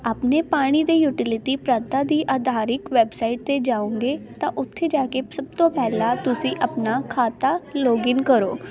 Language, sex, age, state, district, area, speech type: Punjabi, female, 18-30, Punjab, Ludhiana, rural, spontaneous